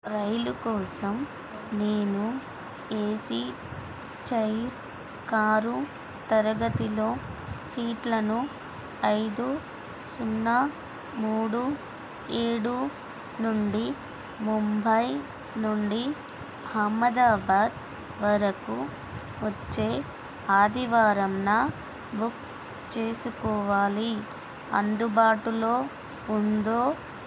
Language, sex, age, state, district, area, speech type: Telugu, female, 18-30, Andhra Pradesh, Nellore, urban, read